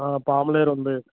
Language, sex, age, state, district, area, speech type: Telugu, male, 30-45, Andhra Pradesh, Alluri Sitarama Raju, rural, conversation